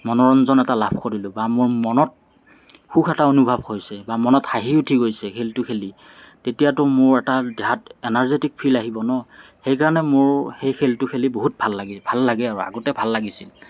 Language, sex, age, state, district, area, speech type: Assamese, male, 30-45, Assam, Morigaon, rural, spontaneous